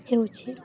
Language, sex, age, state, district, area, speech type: Odia, female, 18-30, Odisha, Balangir, urban, spontaneous